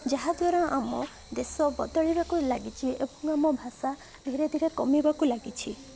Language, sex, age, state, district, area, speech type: Odia, male, 18-30, Odisha, Koraput, urban, spontaneous